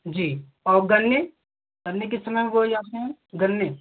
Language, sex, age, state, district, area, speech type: Hindi, male, 18-30, Uttar Pradesh, Jaunpur, rural, conversation